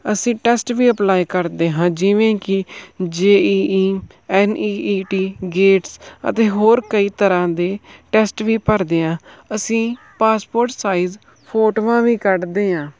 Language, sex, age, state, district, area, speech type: Punjabi, male, 18-30, Punjab, Tarn Taran, rural, spontaneous